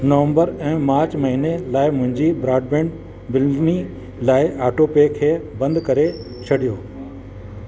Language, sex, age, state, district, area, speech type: Sindhi, male, 60+, Uttar Pradesh, Lucknow, urban, read